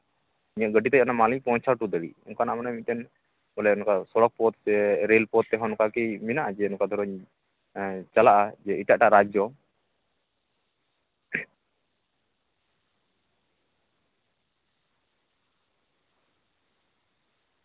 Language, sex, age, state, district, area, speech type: Santali, male, 30-45, West Bengal, Paschim Bardhaman, rural, conversation